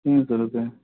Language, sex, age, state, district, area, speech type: Urdu, male, 30-45, Bihar, Khagaria, rural, conversation